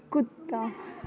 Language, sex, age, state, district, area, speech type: Dogri, female, 18-30, Jammu and Kashmir, Kathua, rural, read